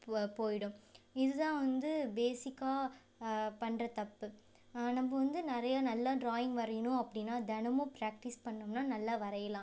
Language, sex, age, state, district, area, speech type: Tamil, female, 18-30, Tamil Nadu, Ariyalur, rural, spontaneous